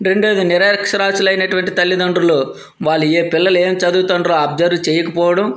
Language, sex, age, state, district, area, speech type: Telugu, male, 45-60, Andhra Pradesh, Vizianagaram, rural, spontaneous